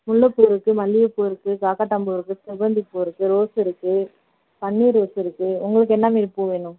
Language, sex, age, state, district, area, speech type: Tamil, female, 18-30, Tamil Nadu, Thanjavur, urban, conversation